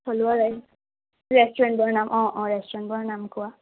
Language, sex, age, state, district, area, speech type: Assamese, female, 18-30, Assam, Sonitpur, rural, conversation